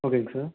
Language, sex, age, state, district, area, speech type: Tamil, male, 18-30, Tamil Nadu, Erode, rural, conversation